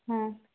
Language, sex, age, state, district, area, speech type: Odia, female, 30-45, Odisha, Sambalpur, rural, conversation